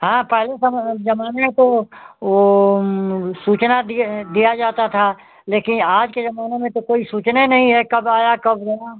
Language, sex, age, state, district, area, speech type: Hindi, male, 60+, Uttar Pradesh, Ghazipur, rural, conversation